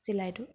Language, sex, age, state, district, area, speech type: Assamese, female, 30-45, Assam, Sivasagar, urban, spontaneous